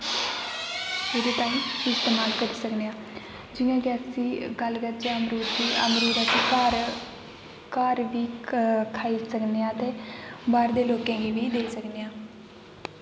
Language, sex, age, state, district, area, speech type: Dogri, female, 18-30, Jammu and Kashmir, Kathua, rural, spontaneous